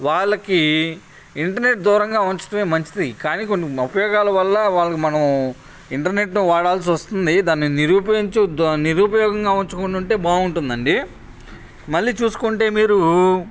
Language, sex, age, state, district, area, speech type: Telugu, male, 30-45, Andhra Pradesh, Bapatla, rural, spontaneous